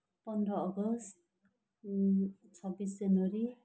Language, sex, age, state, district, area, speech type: Nepali, male, 45-60, West Bengal, Kalimpong, rural, spontaneous